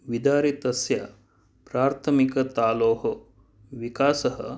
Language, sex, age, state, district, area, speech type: Sanskrit, male, 45-60, Karnataka, Dakshina Kannada, urban, read